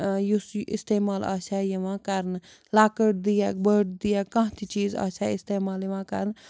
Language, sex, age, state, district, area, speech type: Kashmiri, female, 45-60, Jammu and Kashmir, Srinagar, urban, spontaneous